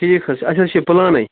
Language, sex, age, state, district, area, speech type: Kashmiri, male, 30-45, Jammu and Kashmir, Baramulla, rural, conversation